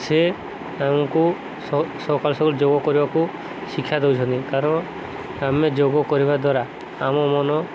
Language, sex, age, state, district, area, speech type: Odia, male, 18-30, Odisha, Subarnapur, urban, spontaneous